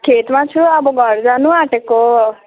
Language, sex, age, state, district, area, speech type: Nepali, female, 18-30, West Bengal, Jalpaiguri, rural, conversation